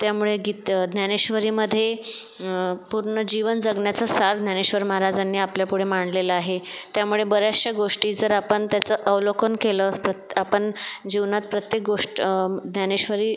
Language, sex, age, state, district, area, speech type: Marathi, female, 30-45, Maharashtra, Buldhana, urban, spontaneous